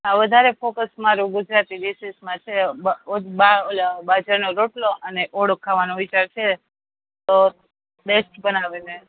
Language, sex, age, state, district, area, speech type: Gujarati, female, 30-45, Gujarat, Rajkot, urban, conversation